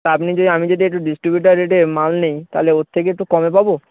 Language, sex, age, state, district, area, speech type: Bengali, male, 18-30, West Bengal, Uttar Dinajpur, urban, conversation